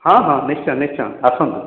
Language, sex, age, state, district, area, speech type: Odia, male, 60+, Odisha, Khordha, rural, conversation